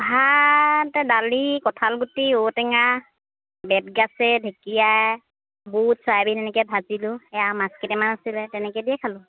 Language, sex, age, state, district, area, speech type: Assamese, female, 30-45, Assam, Lakhimpur, rural, conversation